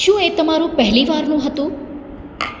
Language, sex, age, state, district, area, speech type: Gujarati, female, 30-45, Gujarat, Surat, urban, read